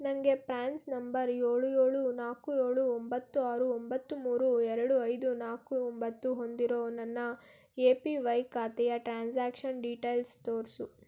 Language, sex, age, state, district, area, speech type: Kannada, female, 18-30, Karnataka, Tumkur, urban, read